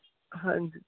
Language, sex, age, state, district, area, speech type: Dogri, male, 18-30, Jammu and Kashmir, Samba, urban, conversation